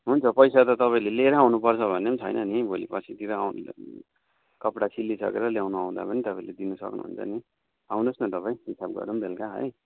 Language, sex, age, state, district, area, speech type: Nepali, male, 45-60, West Bengal, Darjeeling, rural, conversation